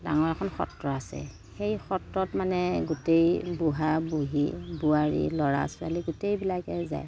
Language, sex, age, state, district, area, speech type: Assamese, female, 60+, Assam, Morigaon, rural, spontaneous